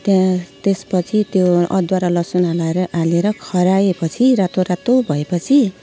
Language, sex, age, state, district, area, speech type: Nepali, female, 45-60, West Bengal, Jalpaiguri, urban, spontaneous